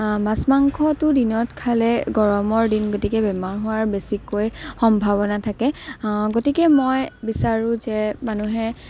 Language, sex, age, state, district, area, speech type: Assamese, female, 18-30, Assam, Morigaon, rural, spontaneous